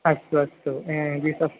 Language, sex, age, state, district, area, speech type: Sanskrit, male, 18-30, Kerala, Thrissur, rural, conversation